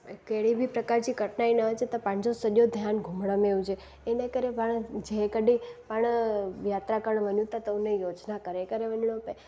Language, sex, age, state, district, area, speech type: Sindhi, female, 18-30, Gujarat, Junagadh, rural, spontaneous